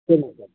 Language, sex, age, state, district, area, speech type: Tamil, male, 45-60, Tamil Nadu, Tiruppur, rural, conversation